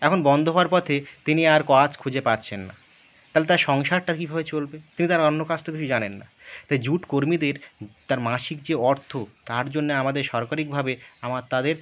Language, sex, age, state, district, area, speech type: Bengali, male, 18-30, West Bengal, Birbhum, urban, spontaneous